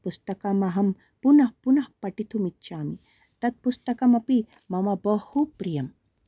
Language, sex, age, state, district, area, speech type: Sanskrit, female, 45-60, Karnataka, Mysore, urban, spontaneous